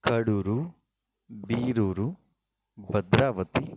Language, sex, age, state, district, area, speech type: Kannada, male, 30-45, Karnataka, Shimoga, rural, spontaneous